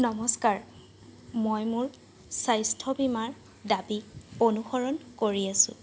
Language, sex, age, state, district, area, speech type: Assamese, female, 18-30, Assam, Golaghat, rural, read